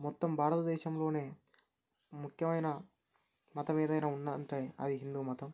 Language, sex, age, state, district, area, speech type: Telugu, male, 18-30, Telangana, Mancherial, rural, spontaneous